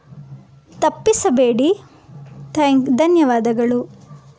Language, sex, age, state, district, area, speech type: Kannada, female, 18-30, Karnataka, Chitradurga, urban, spontaneous